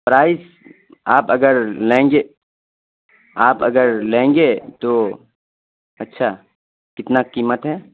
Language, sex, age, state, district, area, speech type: Urdu, male, 18-30, Bihar, Purnia, rural, conversation